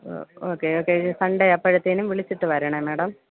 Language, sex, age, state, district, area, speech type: Malayalam, female, 30-45, Kerala, Thiruvananthapuram, urban, conversation